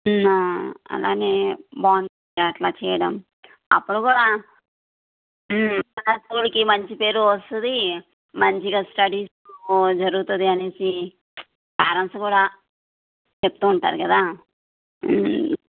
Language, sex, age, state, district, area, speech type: Telugu, female, 30-45, Andhra Pradesh, Kadapa, rural, conversation